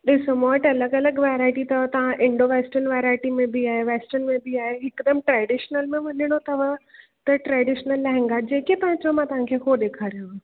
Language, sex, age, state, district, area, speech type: Sindhi, female, 18-30, Gujarat, Surat, urban, conversation